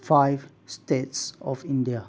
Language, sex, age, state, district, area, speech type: Manipuri, male, 18-30, Manipur, Senapati, rural, spontaneous